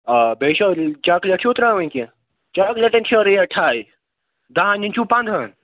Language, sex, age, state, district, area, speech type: Kashmiri, male, 18-30, Jammu and Kashmir, Srinagar, urban, conversation